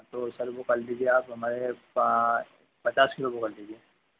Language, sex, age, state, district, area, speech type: Hindi, male, 30-45, Madhya Pradesh, Harda, urban, conversation